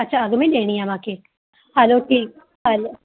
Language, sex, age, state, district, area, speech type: Sindhi, female, 30-45, Uttar Pradesh, Lucknow, urban, conversation